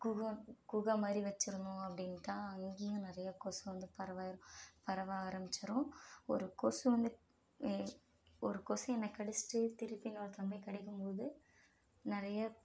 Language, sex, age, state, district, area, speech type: Tamil, female, 30-45, Tamil Nadu, Mayiladuthurai, urban, spontaneous